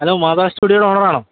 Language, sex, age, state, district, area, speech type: Malayalam, male, 30-45, Kerala, Alappuzha, urban, conversation